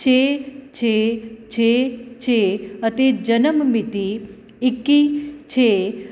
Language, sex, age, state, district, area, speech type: Punjabi, female, 30-45, Punjab, Kapurthala, urban, read